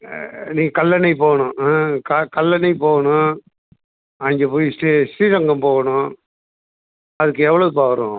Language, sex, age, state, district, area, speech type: Tamil, male, 60+, Tamil Nadu, Sivaganga, rural, conversation